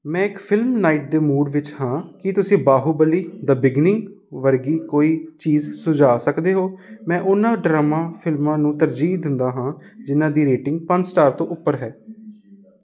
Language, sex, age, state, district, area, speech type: Punjabi, male, 18-30, Punjab, Kapurthala, urban, read